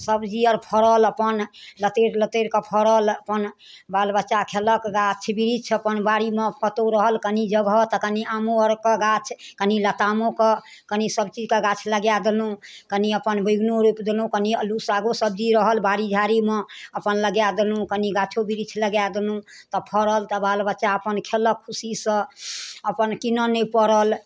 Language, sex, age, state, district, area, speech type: Maithili, female, 45-60, Bihar, Darbhanga, rural, spontaneous